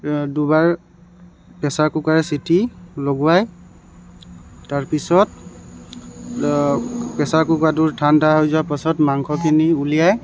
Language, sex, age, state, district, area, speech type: Assamese, male, 18-30, Assam, Tinsukia, rural, spontaneous